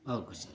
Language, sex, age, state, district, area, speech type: Hindi, male, 30-45, Uttar Pradesh, Jaunpur, rural, spontaneous